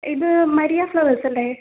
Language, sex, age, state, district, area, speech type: Malayalam, female, 18-30, Kerala, Ernakulam, rural, conversation